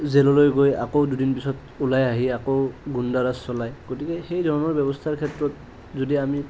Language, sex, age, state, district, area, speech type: Assamese, male, 30-45, Assam, Nalbari, rural, spontaneous